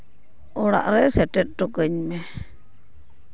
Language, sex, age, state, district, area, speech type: Santali, female, 45-60, West Bengal, Purba Bardhaman, rural, spontaneous